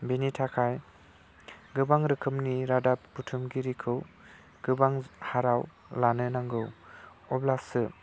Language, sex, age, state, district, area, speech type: Bodo, male, 18-30, Assam, Udalguri, rural, spontaneous